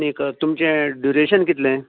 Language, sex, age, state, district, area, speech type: Goan Konkani, male, 60+, Goa, Canacona, rural, conversation